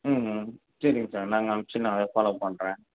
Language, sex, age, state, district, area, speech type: Tamil, male, 30-45, Tamil Nadu, Kallakurichi, urban, conversation